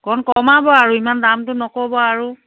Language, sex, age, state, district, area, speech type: Assamese, female, 45-60, Assam, Biswanath, rural, conversation